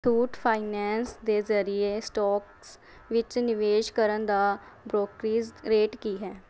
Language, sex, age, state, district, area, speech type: Punjabi, female, 18-30, Punjab, Mohali, urban, read